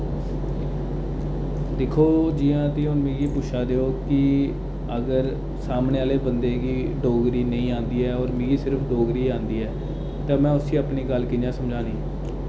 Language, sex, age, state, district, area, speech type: Dogri, male, 30-45, Jammu and Kashmir, Jammu, urban, spontaneous